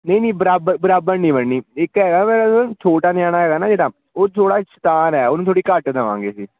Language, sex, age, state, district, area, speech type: Punjabi, male, 18-30, Punjab, Ludhiana, rural, conversation